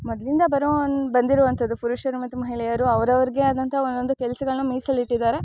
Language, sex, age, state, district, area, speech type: Kannada, female, 18-30, Karnataka, Chikkamagaluru, rural, spontaneous